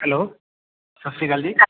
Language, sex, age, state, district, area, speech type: Punjabi, male, 30-45, Punjab, Jalandhar, urban, conversation